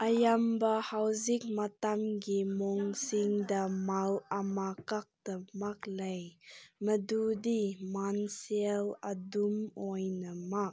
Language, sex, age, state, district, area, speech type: Manipuri, female, 18-30, Manipur, Senapati, urban, read